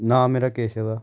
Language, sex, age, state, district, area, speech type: Punjabi, male, 18-30, Punjab, Patiala, urban, spontaneous